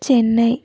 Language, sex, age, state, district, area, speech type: Telugu, female, 30-45, Telangana, Adilabad, rural, spontaneous